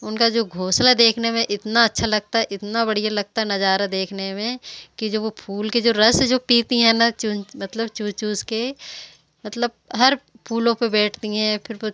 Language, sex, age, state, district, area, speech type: Hindi, female, 45-60, Madhya Pradesh, Seoni, urban, spontaneous